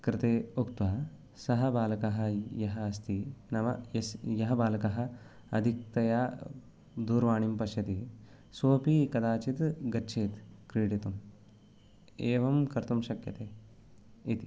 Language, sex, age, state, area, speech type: Sanskrit, male, 18-30, Uttarakhand, urban, spontaneous